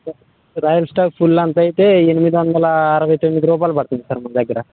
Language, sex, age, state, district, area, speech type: Telugu, male, 18-30, Telangana, Khammam, rural, conversation